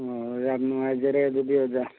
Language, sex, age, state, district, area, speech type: Manipuri, male, 45-60, Manipur, Churachandpur, urban, conversation